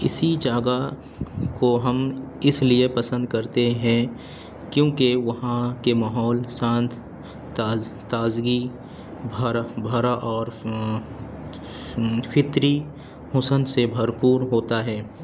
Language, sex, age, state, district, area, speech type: Urdu, male, 30-45, Delhi, North East Delhi, urban, spontaneous